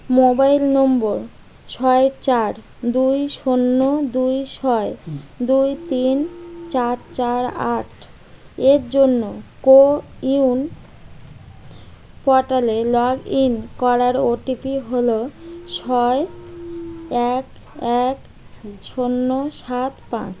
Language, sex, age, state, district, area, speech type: Bengali, female, 18-30, West Bengal, Birbhum, urban, read